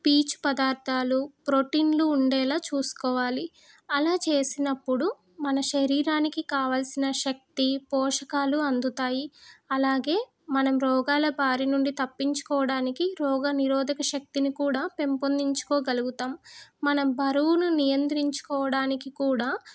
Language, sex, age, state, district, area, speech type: Telugu, female, 30-45, Telangana, Hyderabad, rural, spontaneous